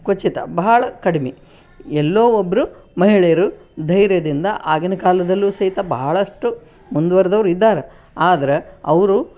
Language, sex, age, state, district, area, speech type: Kannada, female, 60+, Karnataka, Koppal, rural, spontaneous